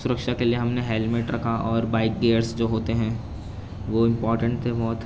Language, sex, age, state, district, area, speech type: Urdu, male, 18-30, Delhi, East Delhi, urban, spontaneous